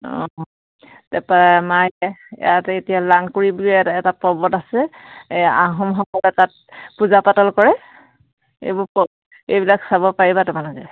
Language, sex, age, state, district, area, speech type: Assamese, female, 45-60, Assam, Charaideo, rural, conversation